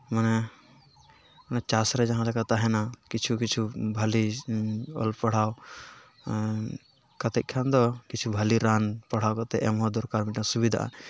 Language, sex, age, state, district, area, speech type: Santali, male, 18-30, West Bengal, Purulia, rural, spontaneous